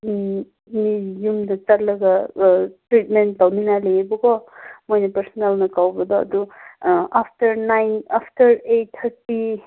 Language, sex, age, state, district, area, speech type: Manipuri, female, 18-30, Manipur, Kangpokpi, urban, conversation